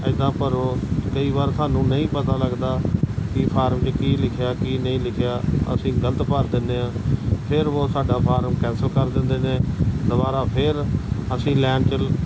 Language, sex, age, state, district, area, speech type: Punjabi, male, 45-60, Punjab, Gurdaspur, urban, spontaneous